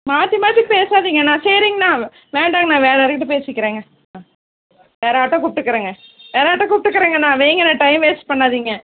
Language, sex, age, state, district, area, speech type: Tamil, female, 30-45, Tamil Nadu, Coimbatore, rural, conversation